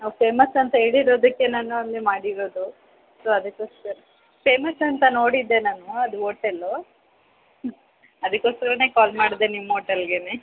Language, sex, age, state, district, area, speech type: Kannada, female, 18-30, Karnataka, Chamarajanagar, rural, conversation